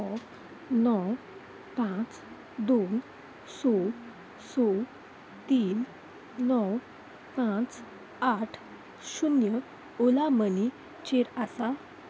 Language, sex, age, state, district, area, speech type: Goan Konkani, female, 18-30, Goa, Salcete, rural, read